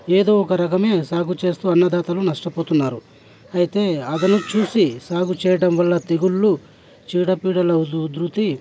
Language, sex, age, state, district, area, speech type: Telugu, male, 30-45, Telangana, Hyderabad, rural, spontaneous